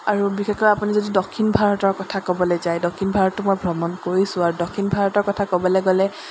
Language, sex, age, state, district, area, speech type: Assamese, female, 18-30, Assam, Golaghat, urban, spontaneous